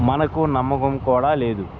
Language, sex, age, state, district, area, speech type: Telugu, male, 45-60, Andhra Pradesh, Guntur, rural, spontaneous